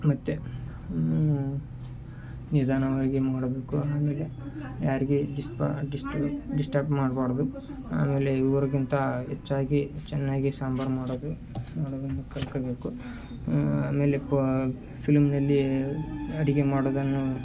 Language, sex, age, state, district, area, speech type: Kannada, male, 18-30, Karnataka, Koppal, rural, spontaneous